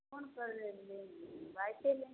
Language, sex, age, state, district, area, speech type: Hindi, female, 18-30, Bihar, Samastipur, rural, conversation